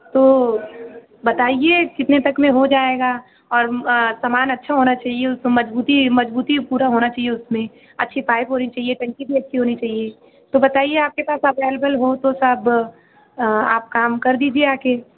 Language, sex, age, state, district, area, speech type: Hindi, female, 18-30, Uttar Pradesh, Azamgarh, rural, conversation